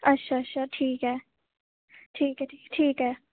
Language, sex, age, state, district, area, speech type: Dogri, female, 18-30, Jammu and Kashmir, Reasi, rural, conversation